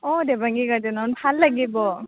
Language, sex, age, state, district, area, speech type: Assamese, female, 30-45, Assam, Nagaon, rural, conversation